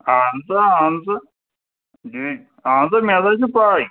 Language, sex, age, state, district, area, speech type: Kashmiri, male, 45-60, Jammu and Kashmir, Srinagar, urban, conversation